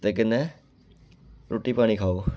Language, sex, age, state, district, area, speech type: Dogri, male, 18-30, Jammu and Kashmir, Kathua, rural, spontaneous